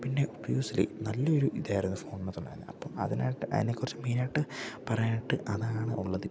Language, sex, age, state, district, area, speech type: Malayalam, male, 18-30, Kerala, Idukki, rural, spontaneous